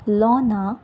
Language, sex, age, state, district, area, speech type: Goan Konkani, female, 30-45, Goa, Salcete, rural, spontaneous